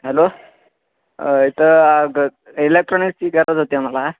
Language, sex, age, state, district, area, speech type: Marathi, male, 18-30, Maharashtra, Sangli, urban, conversation